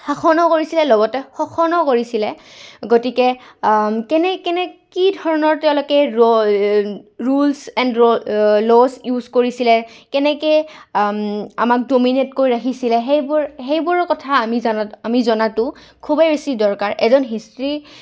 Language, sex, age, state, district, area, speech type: Assamese, female, 18-30, Assam, Goalpara, urban, spontaneous